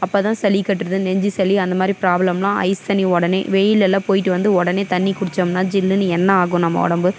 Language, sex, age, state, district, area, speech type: Tamil, female, 30-45, Tamil Nadu, Dharmapuri, rural, spontaneous